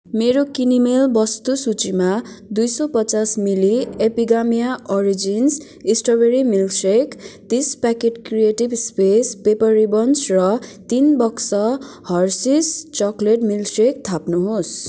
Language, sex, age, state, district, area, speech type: Nepali, female, 18-30, West Bengal, Kalimpong, rural, read